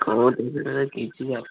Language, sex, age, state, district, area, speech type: Odia, male, 18-30, Odisha, Balasore, rural, conversation